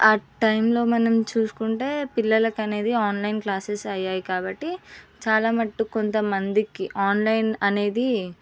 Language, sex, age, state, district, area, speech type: Telugu, female, 18-30, Telangana, Ranga Reddy, urban, spontaneous